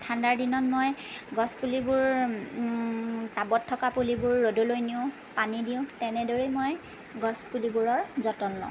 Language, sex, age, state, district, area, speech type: Assamese, female, 30-45, Assam, Lakhimpur, rural, spontaneous